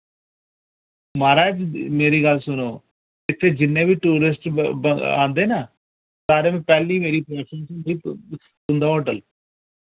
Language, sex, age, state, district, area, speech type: Dogri, male, 45-60, Jammu and Kashmir, Jammu, urban, conversation